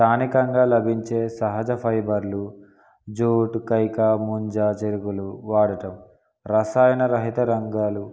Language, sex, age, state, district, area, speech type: Telugu, male, 18-30, Telangana, Peddapalli, urban, spontaneous